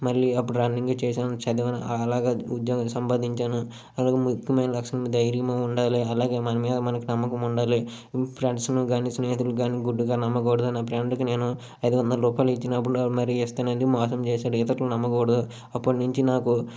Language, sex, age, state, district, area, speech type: Telugu, male, 30-45, Andhra Pradesh, Srikakulam, urban, spontaneous